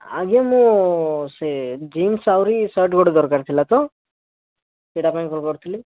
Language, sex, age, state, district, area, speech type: Odia, male, 18-30, Odisha, Bhadrak, rural, conversation